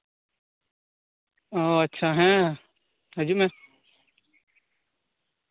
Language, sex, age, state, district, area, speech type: Santali, male, 18-30, West Bengal, Birbhum, rural, conversation